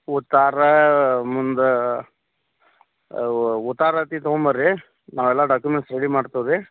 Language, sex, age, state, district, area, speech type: Kannada, male, 30-45, Karnataka, Vijayapura, urban, conversation